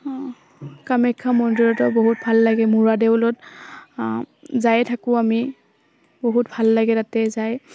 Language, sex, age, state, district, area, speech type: Assamese, female, 18-30, Assam, Udalguri, rural, spontaneous